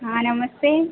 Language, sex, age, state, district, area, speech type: Hindi, female, 18-30, Madhya Pradesh, Harda, urban, conversation